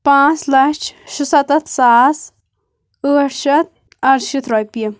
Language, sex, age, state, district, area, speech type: Kashmiri, female, 18-30, Jammu and Kashmir, Kulgam, rural, spontaneous